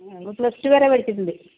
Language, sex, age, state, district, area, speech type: Malayalam, female, 45-60, Kerala, Wayanad, rural, conversation